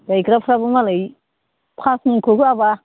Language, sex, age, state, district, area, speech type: Bodo, female, 60+, Assam, Udalguri, rural, conversation